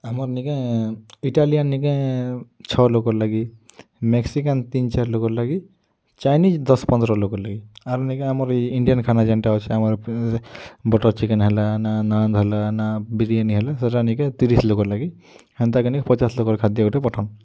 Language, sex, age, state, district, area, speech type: Odia, male, 18-30, Odisha, Kalahandi, rural, spontaneous